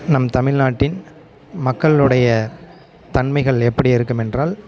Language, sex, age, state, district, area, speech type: Tamil, male, 30-45, Tamil Nadu, Salem, rural, spontaneous